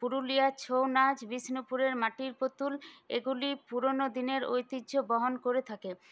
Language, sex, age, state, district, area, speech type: Bengali, female, 18-30, West Bengal, Paschim Bardhaman, urban, spontaneous